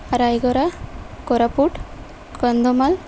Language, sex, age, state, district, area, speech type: Odia, female, 18-30, Odisha, Malkangiri, urban, spontaneous